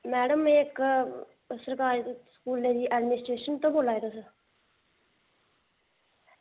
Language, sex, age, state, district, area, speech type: Dogri, female, 18-30, Jammu and Kashmir, Reasi, rural, conversation